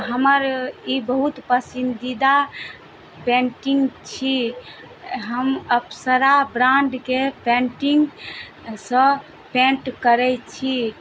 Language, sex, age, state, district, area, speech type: Maithili, female, 30-45, Bihar, Madhubani, rural, spontaneous